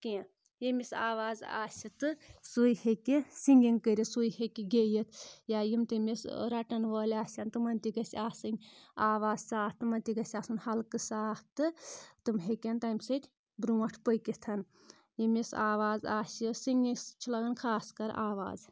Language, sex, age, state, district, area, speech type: Kashmiri, female, 18-30, Jammu and Kashmir, Anantnag, rural, spontaneous